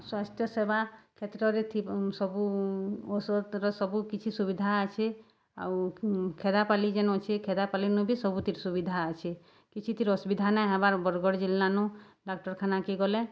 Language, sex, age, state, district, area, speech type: Odia, female, 30-45, Odisha, Bargarh, rural, spontaneous